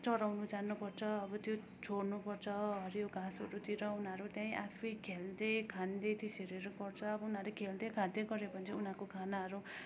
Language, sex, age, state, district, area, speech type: Nepali, female, 18-30, West Bengal, Darjeeling, rural, spontaneous